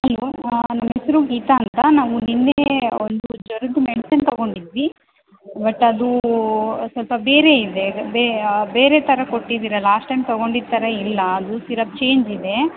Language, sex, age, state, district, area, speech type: Kannada, female, 18-30, Karnataka, Bellary, rural, conversation